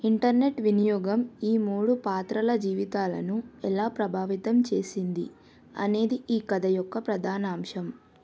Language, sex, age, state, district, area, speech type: Telugu, female, 18-30, Telangana, Yadadri Bhuvanagiri, urban, read